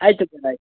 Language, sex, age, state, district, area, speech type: Kannada, male, 30-45, Karnataka, Uttara Kannada, rural, conversation